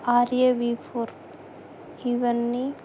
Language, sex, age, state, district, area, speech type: Telugu, female, 18-30, Telangana, Adilabad, urban, spontaneous